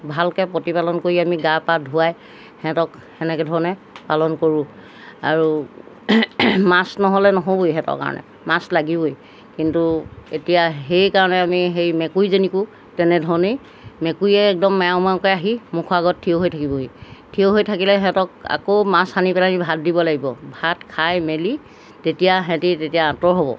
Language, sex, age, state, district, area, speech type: Assamese, female, 60+, Assam, Golaghat, urban, spontaneous